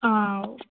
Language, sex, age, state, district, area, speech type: Malayalam, female, 30-45, Kerala, Kozhikode, urban, conversation